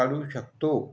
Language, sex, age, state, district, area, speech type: Marathi, male, 45-60, Maharashtra, Buldhana, rural, spontaneous